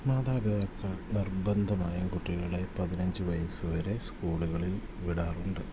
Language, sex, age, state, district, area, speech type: Malayalam, male, 30-45, Kerala, Idukki, rural, spontaneous